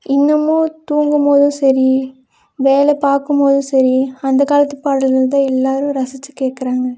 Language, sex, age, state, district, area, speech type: Tamil, female, 30-45, Tamil Nadu, Nilgiris, urban, spontaneous